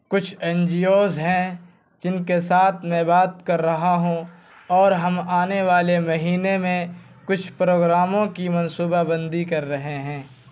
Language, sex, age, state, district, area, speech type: Urdu, male, 18-30, Bihar, Purnia, rural, read